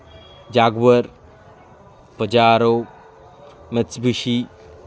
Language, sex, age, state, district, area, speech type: Telugu, male, 30-45, Andhra Pradesh, Bapatla, urban, spontaneous